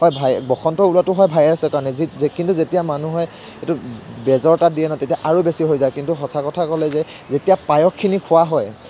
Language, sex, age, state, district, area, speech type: Assamese, male, 18-30, Assam, Kamrup Metropolitan, urban, spontaneous